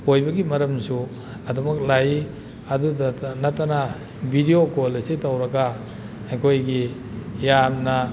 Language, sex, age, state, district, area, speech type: Manipuri, male, 60+, Manipur, Thoubal, rural, spontaneous